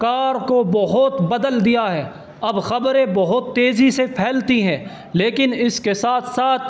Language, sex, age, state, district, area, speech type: Urdu, male, 18-30, Uttar Pradesh, Saharanpur, urban, spontaneous